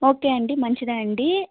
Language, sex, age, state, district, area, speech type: Telugu, female, 18-30, Andhra Pradesh, Nellore, rural, conversation